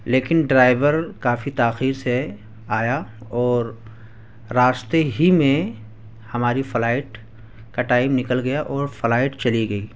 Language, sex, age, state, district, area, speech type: Urdu, male, 18-30, Delhi, East Delhi, urban, spontaneous